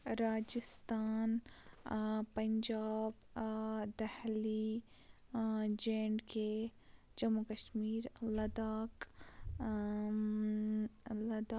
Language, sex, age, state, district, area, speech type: Kashmiri, female, 18-30, Jammu and Kashmir, Baramulla, rural, spontaneous